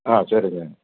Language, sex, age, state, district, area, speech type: Tamil, male, 60+, Tamil Nadu, Tiruppur, rural, conversation